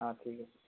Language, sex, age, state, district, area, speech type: Assamese, male, 30-45, Assam, Jorhat, urban, conversation